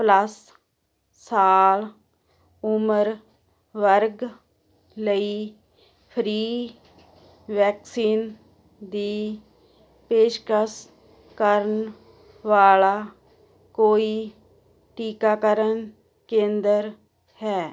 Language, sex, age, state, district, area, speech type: Punjabi, female, 45-60, Punjab, Muktsar, urban, read